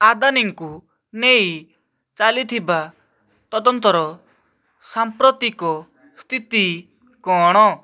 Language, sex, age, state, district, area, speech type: Odia, male, 18-30, Odisha, Balasore, rural, read